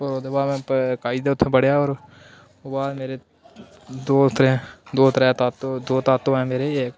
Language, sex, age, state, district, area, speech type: Dogri, male, 18-30, Jammu and Kashmir, Udhampur, rural, spontaneous